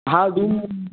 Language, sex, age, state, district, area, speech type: Hindi, male, 18-30, Bihar, Vaishali, urban, conversation